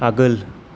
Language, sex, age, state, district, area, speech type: Bodo, male, 30-45, Assam, Kokrajhar, rural, read